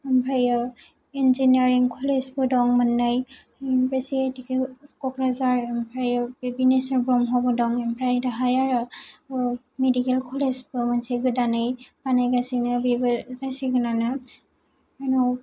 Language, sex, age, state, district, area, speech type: Bodo, female, 18-30, Assam, Kokrajhar, rural, spontaneous